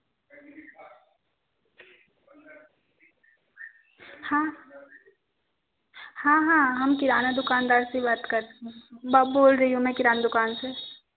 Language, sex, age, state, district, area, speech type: Hindi, female, 18-30, Madhya Pradesh, Betul, rural, conversation